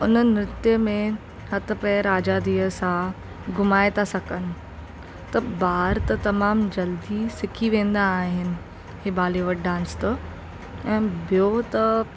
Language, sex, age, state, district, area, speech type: Sindhi, female, 18-30, Maharashtra, Mumbai Suburban, urban, spontaneous